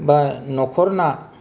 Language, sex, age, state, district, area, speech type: Bodo, male, 45-60, Assam, Kokrajhar, rural, spontaneous